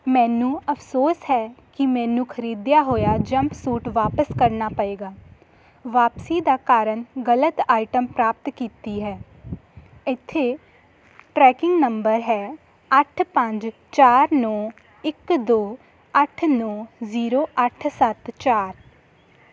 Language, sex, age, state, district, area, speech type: Punjabi, female, 18-30, Punjab, Hoshiarpur, rural, read